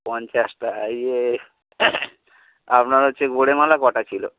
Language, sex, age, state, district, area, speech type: Bengali, male, 45-60, West Bengal, Hooghly, rural, conversation